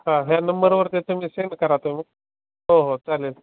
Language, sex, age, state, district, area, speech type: Marathi, male, 30-45, Maharashtra, Osmanabad, rural, conversation